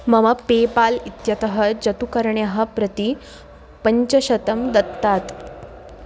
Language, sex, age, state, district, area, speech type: Sanskrit, female, 18-30, Maharashtra, Wardha, urban, read